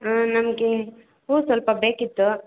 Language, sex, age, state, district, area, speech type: Kannada, female, 18-30, Karnataka, Kolar, rural, conversation